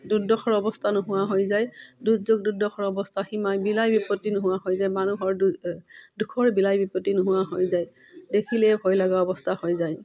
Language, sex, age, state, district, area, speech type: Assamese, female, 45-60, Assam, Udalguri, rural, spontaneous